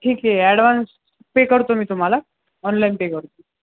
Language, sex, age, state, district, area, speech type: Marathi, male, 18-30, Maharashtra, Jalna, urban, conversation